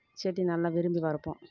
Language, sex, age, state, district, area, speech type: Tamil, female, 30-45, Tamil Nadu, Kallakurichi, rural, spontaneous